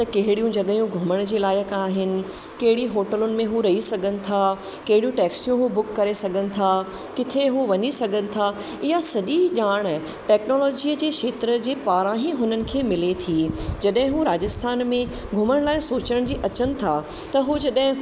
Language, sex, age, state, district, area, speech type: Sindhi, female, 30-45, Rajasthan, Ajmer, urban, spontaneous